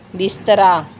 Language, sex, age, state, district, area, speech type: Punjabi, female, 45-60, Punjab, Rupnagar, rural, read